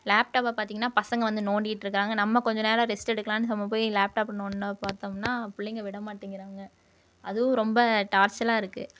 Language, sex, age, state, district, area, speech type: Tamil, female, 30-45, Tamil Nadu, Coimbatore, rural, spontaneous